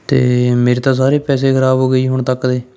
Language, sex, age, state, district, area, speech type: Punjabi, male, 18-30, Punjab, Fatehgarh Sahib, urban, spontaneous